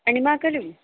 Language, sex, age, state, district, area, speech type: Sanskrit, female, 18-30, Kerala, Thrissur, urban, conversation